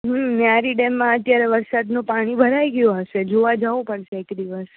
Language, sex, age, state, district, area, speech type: Gujarati, female, 18-30, Gujarat, Rajkot, urban, conversation